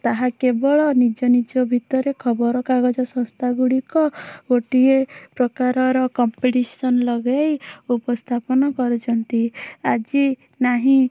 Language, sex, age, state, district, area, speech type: Odia, female, 18-30, Odisha, Bhadrak, rural, spontaneous